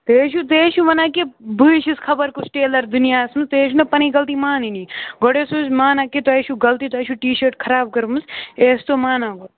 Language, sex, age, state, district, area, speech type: Kashmiri, male, 18-30, Jammu and Kashmir, Kupwara, rural, conversation